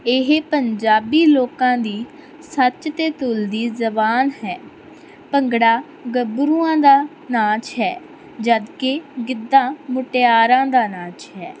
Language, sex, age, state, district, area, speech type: Punjabi, female, 18-30, Punjab, Barnala, rural, spontaneous